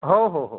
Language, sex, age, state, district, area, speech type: Odia, female, 18-30, Odisha, Sundergarh, urban, conversation